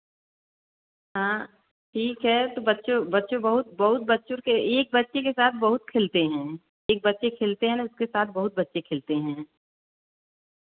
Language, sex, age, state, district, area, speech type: Hindi, female, 30-45, Uttar Pradesh, Varanasi, rural, conversation